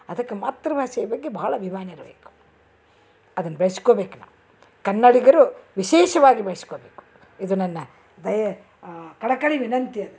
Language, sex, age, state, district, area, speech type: Kannada, female, 60+, Karnataka, Dharwad, rural, spontaneous